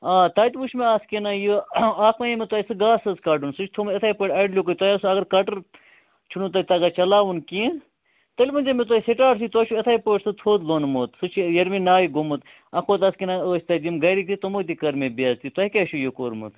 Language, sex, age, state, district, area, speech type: Kashmiri, male, 45-60, Jammu and Kashmir, Baramulla, rural, conversation